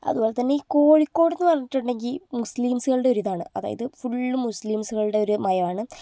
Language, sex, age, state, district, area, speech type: Malayalam, female, 18-30, Kerala, Kozhikode, urban, spontaneous